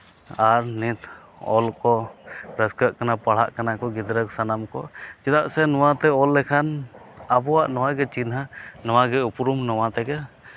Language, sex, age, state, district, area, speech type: Santali, male, 30-45, Jharkhand, East Singhbhum, rural, spontaneous